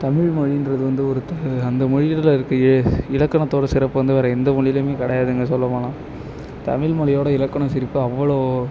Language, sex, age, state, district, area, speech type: Tamil, male, 18-30, Tamil Nadu, Nagapattinam, rural, spontaneous